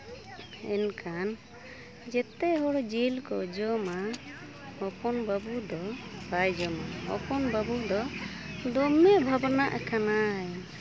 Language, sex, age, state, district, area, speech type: Santali, female, 30-45, Jharkhand, Seraikela Kharsawan, rural, spontaneous